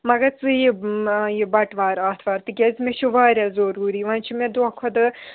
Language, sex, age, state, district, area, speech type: Kashmiri, female, 18-30, Jammu and Kashmir, Srinagar, urban, conversation